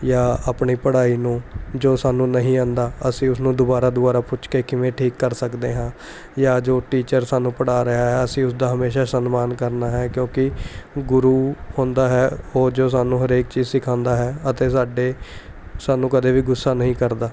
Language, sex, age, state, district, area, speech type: Punjabi, male, 18-30, Punjab, Mohali, urban, spontaneous